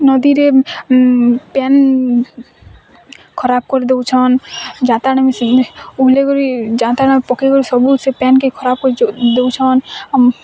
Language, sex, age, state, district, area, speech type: Odia, female, 18-30, Odisha, Bargarh, rural, spontaneous